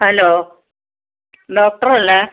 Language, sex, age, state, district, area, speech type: Malayalam, female, 60+, Kerala, Alappuzha, rural, conversation